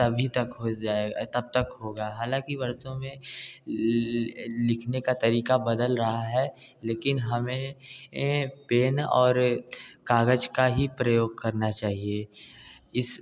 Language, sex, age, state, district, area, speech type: Hindi, male, 18-30, Uttar Pradesh, Bhadohi, rural, spontaneous